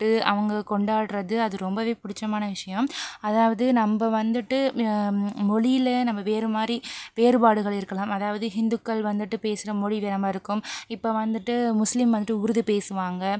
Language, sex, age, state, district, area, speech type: Tamil, female, 30-45, Tamil Nadu, Pudukkottai, rural, spontaneous